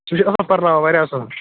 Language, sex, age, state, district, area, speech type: Kashmiri, male, 30-45, Jammu and Kashmir, Kupwara, rural, conversation